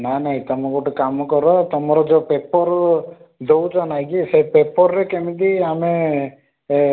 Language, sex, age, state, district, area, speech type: Odia, male, 30-45, Odisha, Rayagada, urban, conversation